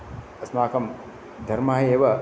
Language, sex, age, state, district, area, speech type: Sanskrit, male, 45-60, Kerala, Kasaragod, urban, spontaneous